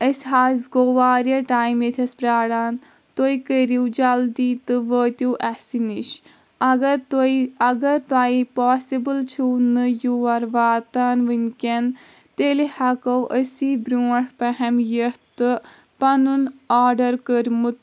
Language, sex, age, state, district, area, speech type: Kashmiri, female, 18-30, Jammu and Kashmir, Kulgam, rural, spontaneous